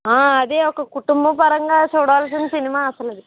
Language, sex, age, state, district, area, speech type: Telugu, female, 18-30, Andhra Pradesh, West Godavari, rural, conversation